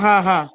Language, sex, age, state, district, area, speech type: Gujarati, female, 45-60, Gujarat, Ahmedabad, urban, conversation